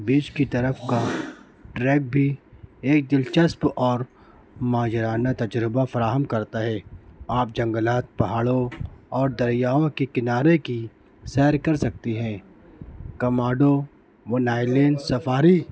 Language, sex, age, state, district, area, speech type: Urdu, male, 60+, Maharashtra, Nashik, urban, spontaneous